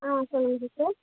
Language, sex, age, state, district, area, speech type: Tamil, female, 18-30, Tamil Nadu, Kallakurichi, rural, conversation